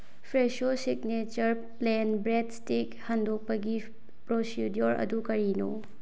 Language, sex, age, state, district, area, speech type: Manipuri, female, 18-30, Manipur, Bishnupur, rural, read